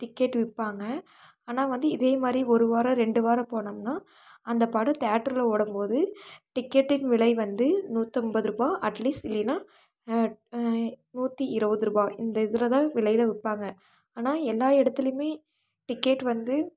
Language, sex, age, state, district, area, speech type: Tamil, female, 18-30, Tamil Nadu, Namakkal, rural, spontaneous